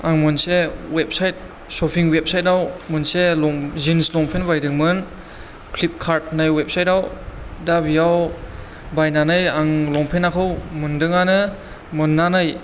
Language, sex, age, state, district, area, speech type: Bodo, female, 18-30, Assam, Chirang, rural, spontaneous